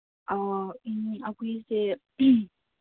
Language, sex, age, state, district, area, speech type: Manipuri, female, 18-30, Manipur, Senapati, urban, conversation